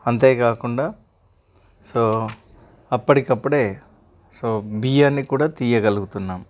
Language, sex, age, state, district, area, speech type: Telugu, male, 30-45, Telangana, Karimnagar, rural, spontaneous